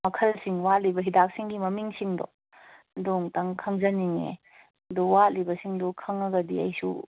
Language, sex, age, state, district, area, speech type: Manipuri, female, 30-45, Manipur, Kangpokpi, urban, conversation